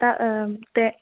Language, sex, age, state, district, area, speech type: Sanskrit, female, 18-30, Kerala, Kannur, rural, conversation